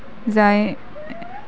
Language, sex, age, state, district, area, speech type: Assamese, female, 30-45, Assam, Nalbari, rural, spontaneous